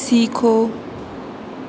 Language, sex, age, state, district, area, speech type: Urdu, female, 18-30, Uttar Pradesh, Aligarh, urban, read